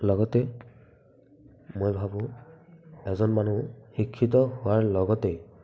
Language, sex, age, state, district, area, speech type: Assamese, male, 18-30, Assam, Barpeta, rural, spontaneous